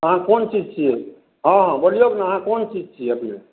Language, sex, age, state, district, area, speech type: Maithili, male, 60+, Bihar, Madhepura, urban, conversation